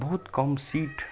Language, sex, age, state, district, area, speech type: Nepali, male, 30-45, West Bengal, Alipurduar, urban, spontaneous